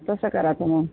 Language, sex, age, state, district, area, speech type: Marathi, female, 30-45, Maharashtra, Washim, rural, conversation